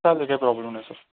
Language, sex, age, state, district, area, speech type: Marathi, male, 45-60, Maharashtra, Yavatmal, urban, conversation